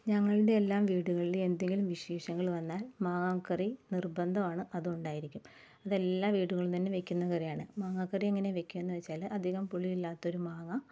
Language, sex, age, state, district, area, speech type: Malayalam, female, 30-45, Kerala, Ernakulam, rural, spontaneous